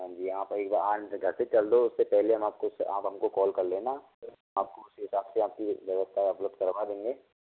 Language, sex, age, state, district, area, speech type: Hindi, male, 18-30, Rajasthan, Karauli, rural, conversation